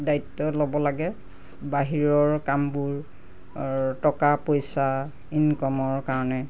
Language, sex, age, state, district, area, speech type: Assamese, female, 60+, Assam, Nagaon, rural, spontaneous